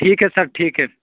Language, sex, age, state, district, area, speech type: Urdu, male, 18-30, Uttar Pradesh, Saharanpur, urban, conversation